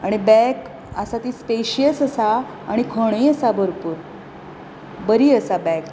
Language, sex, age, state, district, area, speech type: Goan Konkani, female, 30-45, Goa, Bardez, rural, spontaneous